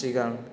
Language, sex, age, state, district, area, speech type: Bodo, male, 18-30, Assam, Chirang, rural, read